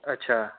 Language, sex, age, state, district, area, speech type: Dogri, male, 18-30, Jammu and Kashmir, Samba, urban, conversation